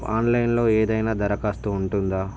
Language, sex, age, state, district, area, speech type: Telugu, male, 45-60, Andhra Pradesh, Visakhapatnam, urban, spontaneous